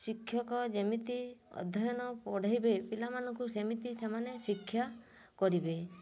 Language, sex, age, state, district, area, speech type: Odia, female, 30-45, Odisha, Mayurbhanj, rural, spontaneous